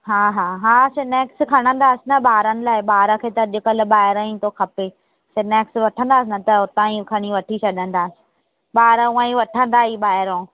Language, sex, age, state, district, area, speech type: Sindhi, female, 30-45, Maharashtra, Mumbai Suburban, urban, conversation